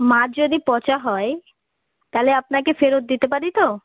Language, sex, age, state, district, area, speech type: Bengali, female, 30-45, West Bengal, South 24 Parganas, rural, conversation